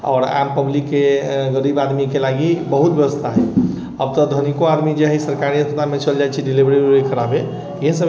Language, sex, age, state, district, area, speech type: Maithili, male, 30-45, Bihar, Sitamarhi, urban, spontaneous